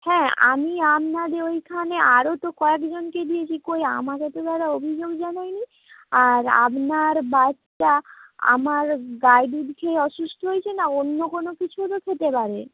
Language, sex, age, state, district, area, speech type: Bengali, female, 18-30, West Bengal, Nadia, rural, conversation